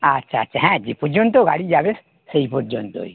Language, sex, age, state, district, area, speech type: Bengali, male, 60+, West Bengal, North 24 Parganas, urban, conversation